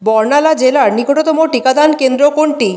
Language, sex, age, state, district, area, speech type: Bengali, female, 30-45, West Bengal, Paschim Bardhaman, urban, read